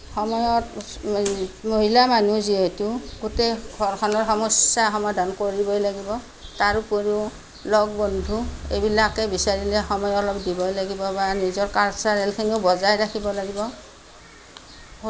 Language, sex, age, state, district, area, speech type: Assamese, female, 45-60, Assam, Kamrup Metropolitan, urban, spontaneous